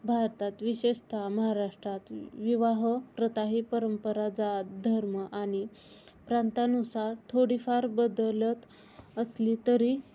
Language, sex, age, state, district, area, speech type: Marathi, female, 18-30, Maharashtra, Osmanabad, rural, spontaneous